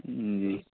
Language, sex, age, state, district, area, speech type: Urdu, male, 30-45, Bihar, Darbhanga, urban, conversation